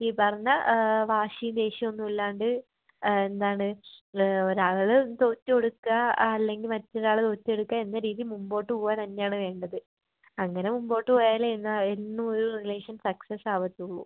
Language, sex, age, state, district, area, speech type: Malayalam, female, 18-30, Kerala, Wayanad, rural, conversation